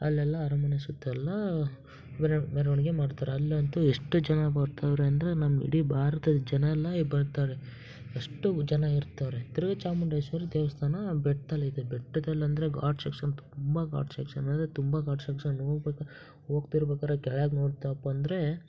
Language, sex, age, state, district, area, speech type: Kannada, male, 18-30, Karnataka, Chitradurga, rural, spontaneous